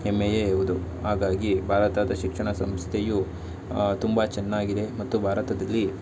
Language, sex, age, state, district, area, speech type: Kannada, male, 18-30, Karnataka, Tumkur, rural, spontaneous